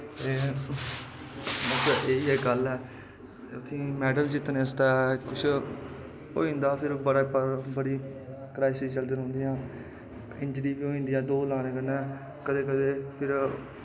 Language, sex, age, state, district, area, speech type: Dogri, male, 18-30, Jammu and Kashmir, Kathua, rural, spontaneous